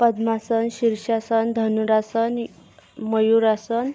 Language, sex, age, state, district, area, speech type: Marathi, female, 60+, Maharashtra, Akola, rural, spontaneous